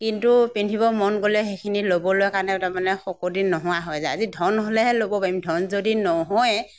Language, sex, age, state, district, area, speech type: Assamese, female, 60+, Assam, Morigaon, rural, spontaneous